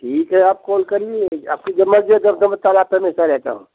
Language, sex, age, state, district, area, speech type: Hindi, male, 60+, Uttar Pradesh, Bhadohi, rural, conversation